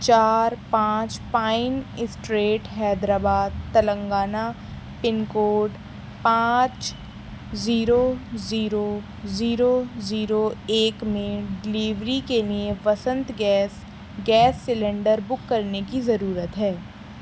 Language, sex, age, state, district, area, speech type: Urdu, female, 18-30, Delhi, East Delhi, urban, read